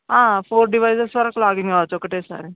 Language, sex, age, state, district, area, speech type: Telugu, male, 18-30, Telangana, Vikarabad, urban, conversation